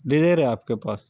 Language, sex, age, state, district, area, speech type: Urdu, male, 30-45, Uttar Pradesh, Saharanpur, urban, spontaneous